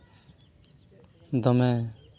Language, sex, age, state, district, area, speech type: Santali, male, 30-45, West Bengal, Purulia, rural, spontaneous